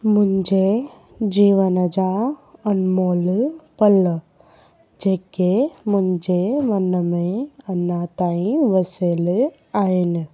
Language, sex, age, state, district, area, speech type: Sindhi, female, 18-30, Gujarat, Junagadh, urban, spontaneous